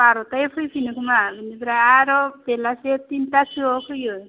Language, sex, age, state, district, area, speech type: Bodo, female, 30-45, Assam, Chirang, rural, conversation